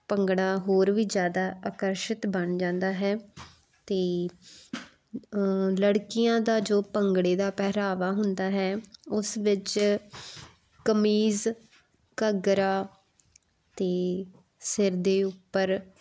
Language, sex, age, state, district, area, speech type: Punjabi, female, 30-45, Punjab, Muktsar, rural, spontaneous